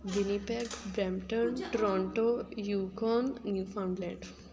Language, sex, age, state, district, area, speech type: Punjabi, female, 18-30, Punjab, Fatehgarh Sahib, rural, spontaneous